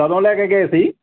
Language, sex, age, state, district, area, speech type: Punjabi, male, 45-60, Punjab, Moga, rural, conversation